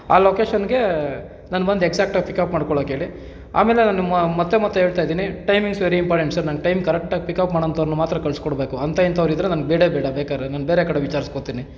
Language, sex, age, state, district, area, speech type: Kannada, male, 18-30, Karnataka, Kolar, rural, spontaneous